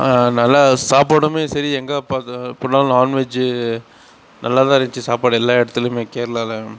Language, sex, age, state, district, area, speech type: Tamil, male, 60+, Tamil Nadu, Mayiladuthurai, rural, spontaneous